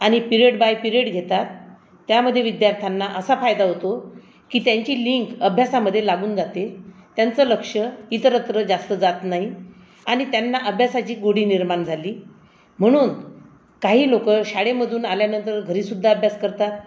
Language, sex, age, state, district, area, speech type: Marathi, female, 60+, Maharashtra, Akola, rural, spontaneous